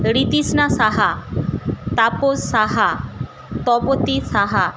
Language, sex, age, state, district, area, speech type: Bengali, female, 45-60, West Bengal, Paschim Medinipur, rural, spontaneous